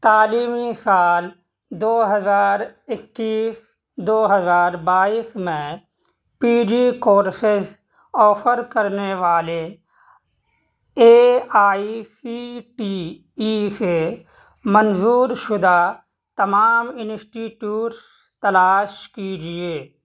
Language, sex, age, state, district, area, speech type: Urdu, male, 18-30, Bihar, Purnia, rural, read